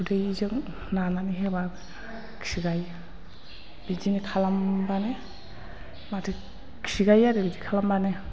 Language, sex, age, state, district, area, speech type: Bodo, female, 45-60, Assam, Chirang, urban, spontaneous